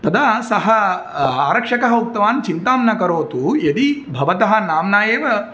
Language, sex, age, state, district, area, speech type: Sanskrit, male, 30-45, Tamil Nadu, Tirunelveli, rural, spontaneous